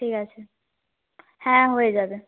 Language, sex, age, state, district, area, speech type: Bengali, female, 18-30, West Bengal, Nadia, rural, conversation